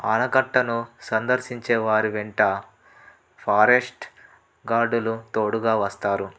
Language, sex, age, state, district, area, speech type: Telugu, male, 18-30, Telangana, Nalgonda, rural, read